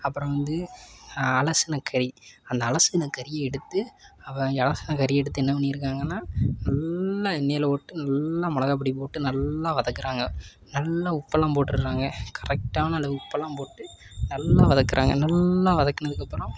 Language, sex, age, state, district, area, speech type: Tamil, male, 18-30, Tamil Nadu, Tiruppur, rural, spontaneous